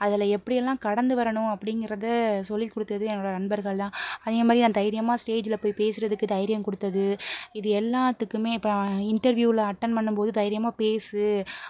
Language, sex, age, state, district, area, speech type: Tamil, female, 30-45, Tamil Nadu, Pudukkottai, rural, spontaneous